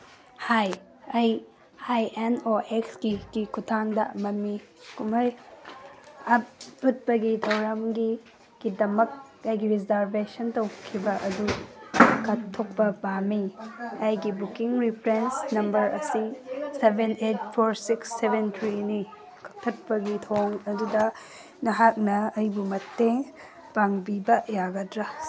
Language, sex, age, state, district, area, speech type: Manipuri, female, 18-30, Manipur, Kangpokpi, urban, read